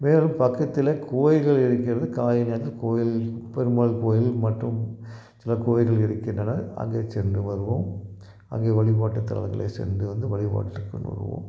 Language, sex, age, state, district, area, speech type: Tamil, male, 60+, Tamil Nadu, Tiruppur, rural, spontaneous